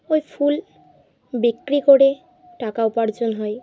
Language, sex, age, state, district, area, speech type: Bengali, female, 30-45, West Bengal, Bankura, urban, spontaneous